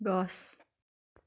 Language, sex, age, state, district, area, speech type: Assamese, female, 45-60, Assam, Biswanath, rural, read